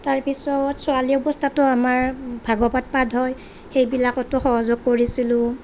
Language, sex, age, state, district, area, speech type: Assamese, female, 30-45, Assam, Nalbari, rural, spontaneous